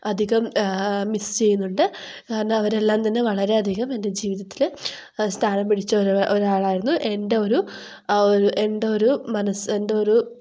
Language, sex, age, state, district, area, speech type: Malayalam, female, 18-30, Kerala, Wayanad, rural, spontaneous